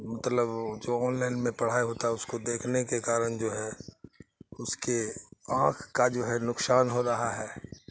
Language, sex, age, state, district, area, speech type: Urdu, male, 60+, Bihar, Khagaria, rural, spontaneous